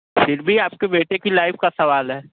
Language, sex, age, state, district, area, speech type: Hindi, male, 18-30, Uttar Pradesh, Sonbhadra, rural, conversation